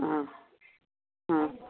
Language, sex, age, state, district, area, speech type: Assamese, female, 60+, Assam, Kamrup Metropolitan, rural, conversation